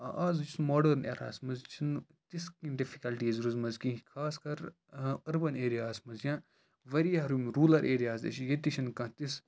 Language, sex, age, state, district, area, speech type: Kashmiri, male, 18-30, Jammu and Kashmir, Kupwara, rural, spontaneous